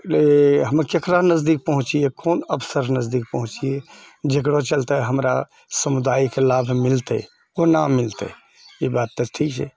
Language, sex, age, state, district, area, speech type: Maithili, male, 60+, Bihar, Purnia, rural, spontaneous